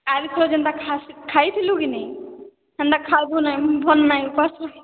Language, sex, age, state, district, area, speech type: Odia, female, 60+, Odisha, Boudh, rural, conversation